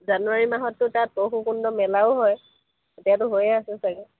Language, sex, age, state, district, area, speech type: Assamese, female, 30-45, Assam, Kamrup Metropolitan, urban, conversation